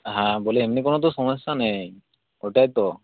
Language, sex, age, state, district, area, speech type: Bengali, male, 18-30, West Bengal, Uttar Dinajpur, rural, conversation